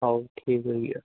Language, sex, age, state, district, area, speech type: Hindi, male, 30-45, Madhya Pradesh, Harda, urban, conversation